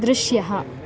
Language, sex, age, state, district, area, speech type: Sanskrit, female, 18-30, Karnataka, Chikkamagaluru, urban, read